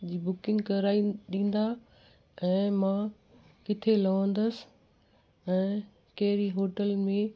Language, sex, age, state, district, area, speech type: Sindhi, female, 60+, Gujarat, Kutch, urban, spontaneous